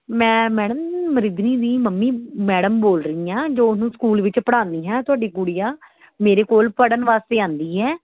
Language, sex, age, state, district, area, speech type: Punjabi, female, 30-45, Punjab, Pathankot, urban, conversation